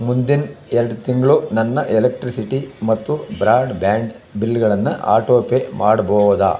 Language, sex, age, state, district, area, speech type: Kannada, male, 60+, Karnataka, Chamarajanagar, rural, read